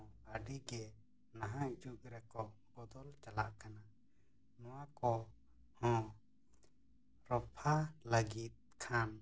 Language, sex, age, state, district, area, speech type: Santali, male, 30-45, Jharkhand, East Singhbhum, rural, spontaneous